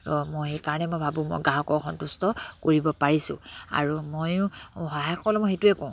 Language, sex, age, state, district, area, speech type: Assamese, female, 45-60, Assam, Dibrugarh, rural, spontaneous